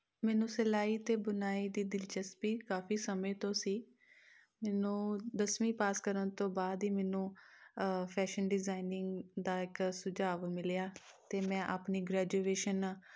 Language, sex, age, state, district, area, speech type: Punjabi, female, 30-45, Punjab, Amritsar, urban, spontaneous